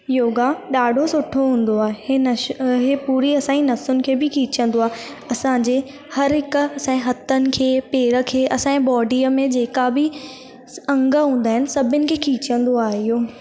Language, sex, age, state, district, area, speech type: Sindhi, female, 18-30, Madhya Pradesh, Katni, urban, spontaneous